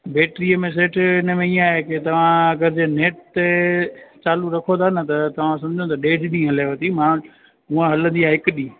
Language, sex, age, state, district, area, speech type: Sindhi, male, 30-45, Gujarat, Junagadh, rural, conversation